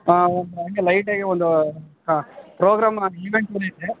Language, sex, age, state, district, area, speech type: Kannada, male, 18-30, Karnataka, Bellary, rural, conversation